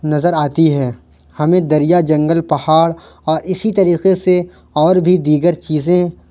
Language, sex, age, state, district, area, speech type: Urdu, male, 18-30, Uttar Pradesh, Lucknow, urban, spontaneous